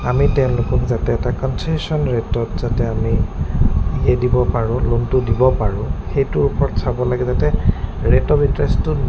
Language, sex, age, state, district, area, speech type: Assamese, male, 30-45, Assam, Goalpara, urban, spontaneous